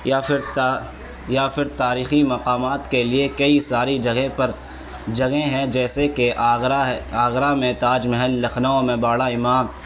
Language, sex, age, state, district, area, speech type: Urdu, male, 18-30, Uttar Pradesh, Gautam Buddha Nagar, rural, spontaneous